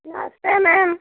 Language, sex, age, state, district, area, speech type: Hindi, female, 45-60, Uttar Pradesh, Ayodhya, rural, conversation